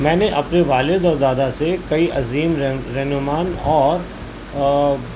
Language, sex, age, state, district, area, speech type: Urdu, male, 45-60, Uttar Pradesh, Gautam Buddha Nagar, urban, spontaneous